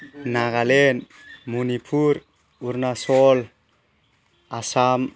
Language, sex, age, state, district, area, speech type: Bodo, male, 18-30, Assam, Kokrajhar, rural, spontaneous